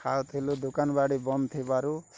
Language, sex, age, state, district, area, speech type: Odia, male, 30-45, Odisha, Rayagada, rural, spontaneous